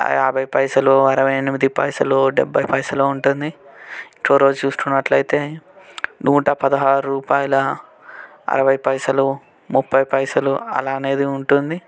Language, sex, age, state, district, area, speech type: Telugu, male, 18-30, Telangana, Medchal, urban, spontaneous